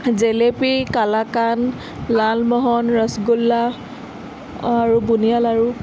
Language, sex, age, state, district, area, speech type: Assamese, female, 18-30, Assam, Dhemaji, rural, spontaneous